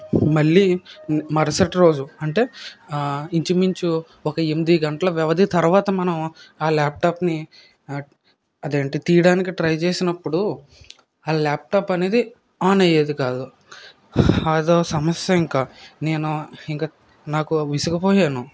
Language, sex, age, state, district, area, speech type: Telugu, male, 18-30, Andhra Pradesh, Kakinada, rural, spontaneous